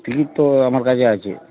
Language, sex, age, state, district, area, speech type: Bengali, male, 30-45, West Bengal, Darjeeling, rural, conversation